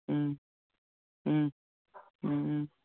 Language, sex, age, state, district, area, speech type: Manipuri, female, 60+, Manipur, Imphal East, rural, conversation